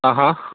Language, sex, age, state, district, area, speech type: Marathi, male, 30-45, Maharashtra, Yavatmal, urban, conversation